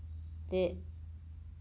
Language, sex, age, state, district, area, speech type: Dogri, female, 30-45, Jammu and Kashmir, Reasi, rural, spontaneous